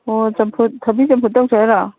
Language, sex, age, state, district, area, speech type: Manipuri, female, 45-60, Manipur, Imphal East, rural, conversation